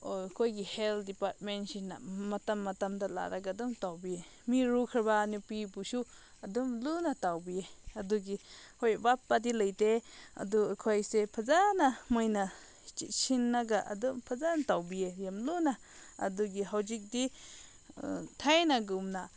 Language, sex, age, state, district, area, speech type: Manipuri, female, 30-45, Manipur, Senapati, rural, spontaneous